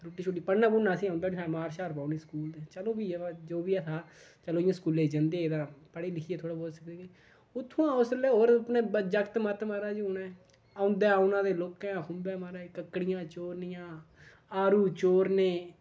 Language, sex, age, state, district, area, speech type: Dogri, male, 18-30, Jammu and Kashmir, Udhampur, rural, spontaneous